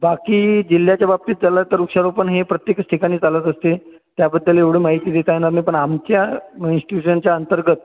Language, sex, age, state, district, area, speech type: Marathi, male, 30-45, Maharashtra, Buldhana, urban, conversation